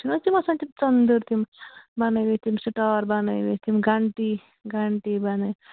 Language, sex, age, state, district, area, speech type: Kashmiri, female, 45-60, Jammu and Kashmir, Bandipora, rural, conversation